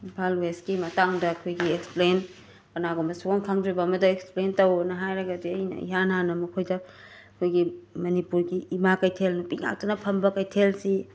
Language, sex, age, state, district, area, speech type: Manipuri, female, 30-45, Manipur, Imphal West, rural, spontaneous